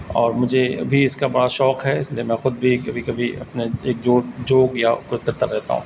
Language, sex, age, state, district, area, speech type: Urdu, male, 45-60, Delhi, South Delhi, urban, spontaneous